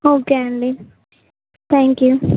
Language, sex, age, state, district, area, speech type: Telugu, female, 18-30, Telangana, Yadadri Bhuvanagiri, urban, conversation